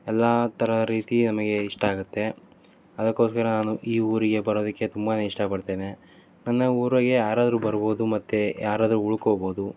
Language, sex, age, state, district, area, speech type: Kannada, male, 18-30, Karnataka, Davanagere, rural, spontaneous